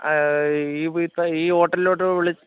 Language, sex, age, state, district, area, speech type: Malayalam, male, 30-45, Kerala, Kottayam, rural, conversation